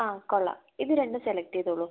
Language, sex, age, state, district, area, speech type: Malayalam, female, 18-30, Kerala, Kannur, rural, conversation